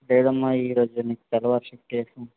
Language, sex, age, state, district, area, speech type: Telugu, male, 60+, Andhra Pradesh, Vizianagaram, rural, conversation